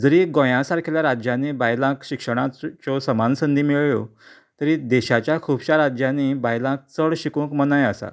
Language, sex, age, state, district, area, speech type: Goan Konkani, male, 45-60, Goa, Canacona, rural, spontaneous